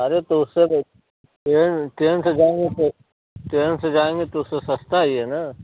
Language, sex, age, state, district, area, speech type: Hindi, male, 30-45, Uttar Pradesh, Mau, rural, conversation